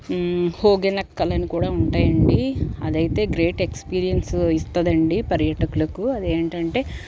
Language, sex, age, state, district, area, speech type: Telugu, female, 30-45, Andhra Pradesh, Guntur, rural, spontaneous